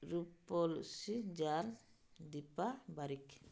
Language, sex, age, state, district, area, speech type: Odia, female, 45-60, Odisha, Bargarh, urban, spontaneous